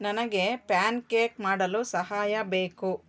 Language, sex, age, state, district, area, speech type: Kannada, female, 45-60, Karnataka, Bangalore Urban, urban, read